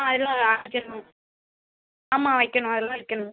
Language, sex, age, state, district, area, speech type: Tamil, female, 18-30, Tamil Nadu, Thoothukudi, rural, conversation